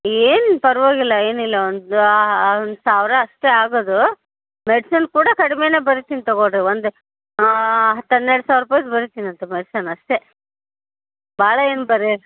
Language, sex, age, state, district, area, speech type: Kannada, female, 45-60, Karnataka, Koppal, rural, conversation